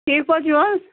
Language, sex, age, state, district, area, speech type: Kashmiri, female, 18-30, Jammu and Kashmir, Budgam, rural, conversation